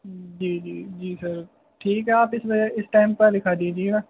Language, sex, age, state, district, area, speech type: Urdu, male, 18-30, Delhi, North West Delhi, urban, conversation